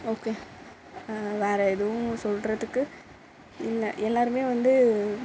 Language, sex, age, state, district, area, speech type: Tamil, female, 60+, Tamil Nadu, Mayiladuthurai, rural, spontaneous